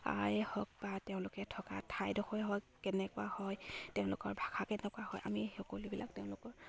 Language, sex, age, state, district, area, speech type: Assamese, female, 18-30, Assam, Charaideo, rural, spontaneous